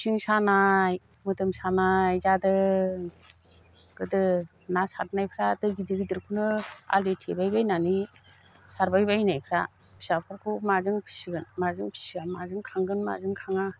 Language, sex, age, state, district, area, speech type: Bodo, female, 60+, Assam, Chirang, rural, spontaneous